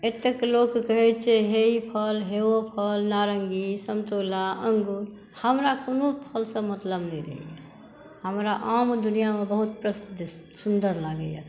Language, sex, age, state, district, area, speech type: Maithili, female, 60+, Bihar, Saharsa, rural, spontaneous